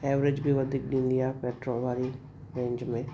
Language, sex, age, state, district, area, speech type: Sindhi, male, 18-30, Gujarat, Kutch, rural, spontaneous